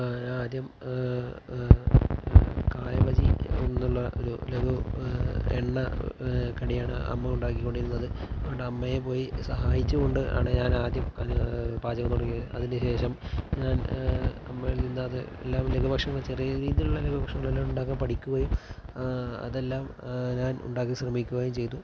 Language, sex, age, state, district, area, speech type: Malayalam, male, 30-45, Kerala, Palakkad, urban, spontaneous